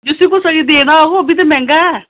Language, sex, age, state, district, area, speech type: Dogri, female, 45-60, Jammu and Kashmir, Samba, urban, conversation